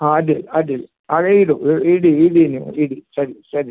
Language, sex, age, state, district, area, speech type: Kannada, male, 60+, Karnataka, Uttara Kannada, rural, conversation